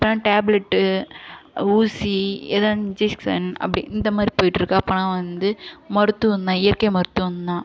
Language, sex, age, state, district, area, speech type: Tamil, female, 30-45, Tamil Nadu, Ariyalur, rural, spontaneous